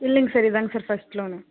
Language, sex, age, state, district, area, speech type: Tamil, female, 18-30, Tamil Nadu, Kallakurichi, rural, conversation